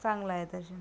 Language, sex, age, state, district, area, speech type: Marathi, other, 30-45, Maharashtra, Washim, rural, spontaneous